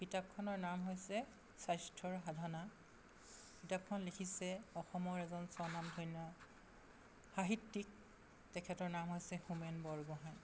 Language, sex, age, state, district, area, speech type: Assamese, female, 60+, Assam, Charaideo, urban, spontaneous